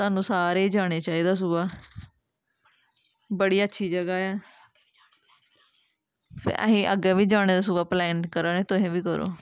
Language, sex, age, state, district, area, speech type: Dogri, female, 18-30, Jammu and Kashmir, Kathua, rural, spontaneous